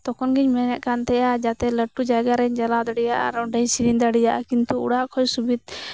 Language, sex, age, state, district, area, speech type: Santali, female, 30-45, West Bengal, Birbhum, rural, spontaneous